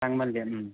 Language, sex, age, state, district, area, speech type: Manipuri, male, 30-45, Manipur, Chandel, rural, conversation